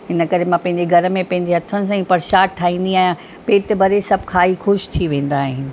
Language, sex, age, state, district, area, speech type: Sindhi, female, 45-60, Maharashtra, Mumbai Suburban, urban, spontaneous